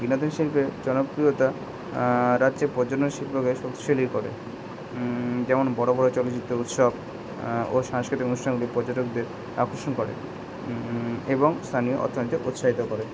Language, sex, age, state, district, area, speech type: Bengali, male, 18-30, West Bengal, Kolkata, urban, spontaneous